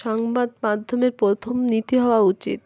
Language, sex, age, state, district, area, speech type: Bengali, female, 18-30, West Bengal, Dakshin Dinajpur, urban, spontaneous